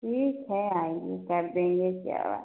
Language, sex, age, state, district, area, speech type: Hindi, female, 45-60, Uttar Pradesh, Ayodhya, rural, conversation